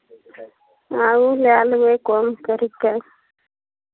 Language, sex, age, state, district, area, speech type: Maithili, female, 45-60, Bihar, Araria, rural, conversation